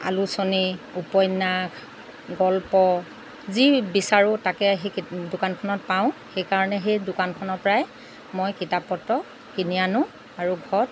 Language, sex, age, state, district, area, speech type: Assamese, female, 45-60, Assam, Lakhimpur, rural, spontaneous